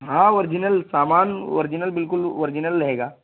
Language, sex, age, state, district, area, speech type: Urdu, male, 18-30, Uttar Pradesh, Balrampur, rural, conversation